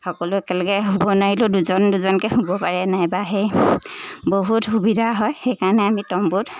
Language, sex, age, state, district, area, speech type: Assamese, female, 18-30, Assam, Lakhimpur, urban, spontaneous